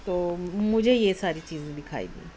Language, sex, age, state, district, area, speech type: Urdu, female, 45-60, Maharashtra, Nashik, urban, spontaneous